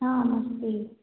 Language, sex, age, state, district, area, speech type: Sanskrit, female, 18-30, Odisha, Nayagarh, rural, conversation